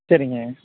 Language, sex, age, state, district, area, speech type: Tamil, male, 18-30, Tamil Nadu, Madurai, rural, conversation